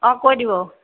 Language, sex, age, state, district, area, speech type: Assamese, female, 60+, Assam, Golaghat, urban, conversation